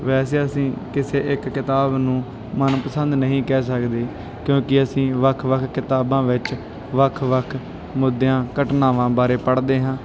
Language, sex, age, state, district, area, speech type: Punjabi, male, 18-30, Punjab, Bathinda, rural, spontaneous